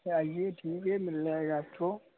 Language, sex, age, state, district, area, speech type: Hindi, male, 18-30, Uttar Pradesh, Prayagraj, urban, conversation